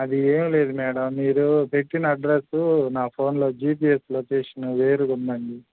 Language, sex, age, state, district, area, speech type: Telugu, male, 45-60, Andhra Pradesh, Guntur, rural, conversation